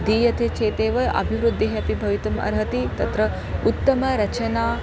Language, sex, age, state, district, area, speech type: Sanskrit, female, 30-45, Karnataka, Dharwad, urban, spontaneous